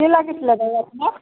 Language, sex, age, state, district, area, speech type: Assamese, female, 30-45, Assam, Jorhat, urban, conversation